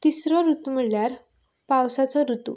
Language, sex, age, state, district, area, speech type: Goan Konkani, female, 18-30, Goa, Canacona, rural, spontaneous